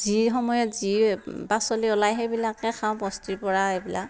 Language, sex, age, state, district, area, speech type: Assamese, female, 60+, Assam, Darrang, rural, spontaneous